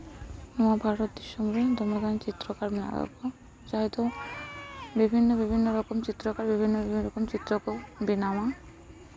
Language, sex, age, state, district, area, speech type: Santali, female, 18-30, West Bengal, Paschim Bardhaman, rural, spontaneous